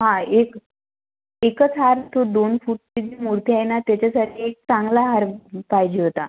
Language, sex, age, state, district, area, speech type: Marathi, female, 18-30, Maharashtra, Wardha, urban, conversation